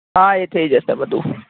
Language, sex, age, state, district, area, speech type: Gujarati, male, 18-30, Gujarat, Ahmedabad, urban, conversation